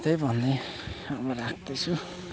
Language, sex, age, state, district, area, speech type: Nepali, male, 60+, West Bengal, Alipurduar, urban, spontaneous